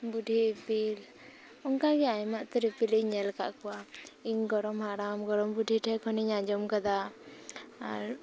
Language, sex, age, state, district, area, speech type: Santali, female, 18-30, West Bengal, Purba Medinipur, rural, spontaneous